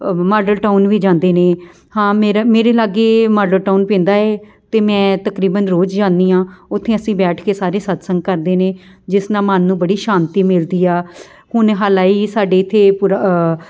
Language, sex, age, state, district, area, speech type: Punjabi, female, 30-45, Punjab, Amritsar, urban, spontaneous